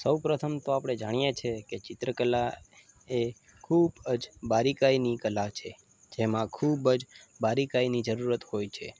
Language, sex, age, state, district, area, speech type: Gujarati, male, 18-30, Gujarat, Morbi, urban, spontaneous